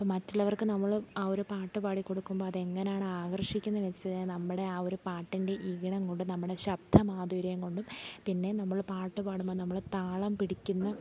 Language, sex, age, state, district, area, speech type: Malayalam, female, 18-30, Kerala, Alappuzha, rural, spontaneous